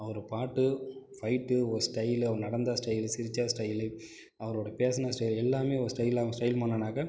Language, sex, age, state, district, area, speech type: Tamil, male, 45-60, Tamil Nadu, Cuddalore, rural, spontaneous